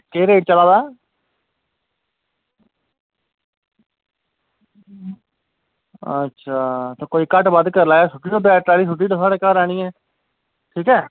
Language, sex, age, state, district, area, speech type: Dogri, male, 30-45, Jammu and Kashmir, Samba, rural, conversation